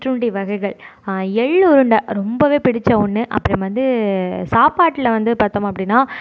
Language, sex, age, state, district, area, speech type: Tamil, female, 18-30, Tamil Nadu, Tiruvarur, rural, spontaneous